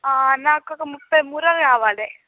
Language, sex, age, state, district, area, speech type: Telugu, female, 45-60, Andhra Pradesh, Srikakulam, rural, conversation